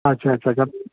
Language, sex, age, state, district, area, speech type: Sindhi, male, 30-45, Delhi, South Delhi, urban, conversation